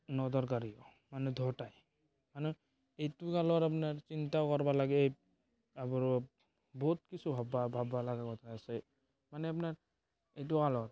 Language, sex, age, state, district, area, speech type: Assamese, male, 18-30, Assam, Barpeta, rural, spontaneous